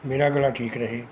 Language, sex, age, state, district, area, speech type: Punjabi, male, 45-60, Punjab, Mansa, urban, spontaneous